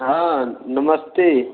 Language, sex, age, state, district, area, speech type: Hindi, male, 18-30, Uttar Pradesh, Ghazipur, rural, conversation